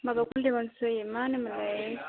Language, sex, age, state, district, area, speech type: Bodo, female, 18-30, Assam, Chirang, urban, conversation